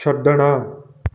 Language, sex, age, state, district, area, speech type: Punjabi, male, 30-45, Punjab, Fatehgarh Sahib, rural, read